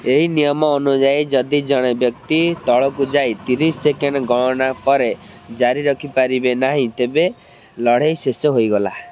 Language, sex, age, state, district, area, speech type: Odia, male, 18-30, Odisha, Kendrapara, urban, read